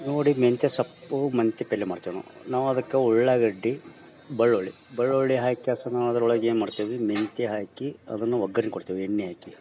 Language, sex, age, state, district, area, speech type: Kannada, male, 30-45, Karnataka, Dharwad, rural, spontaneous